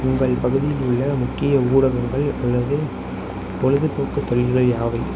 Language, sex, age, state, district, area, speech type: Tamil, male, 18-30, Tamil Nadu, Mayiladuthurai, urban, spontaneous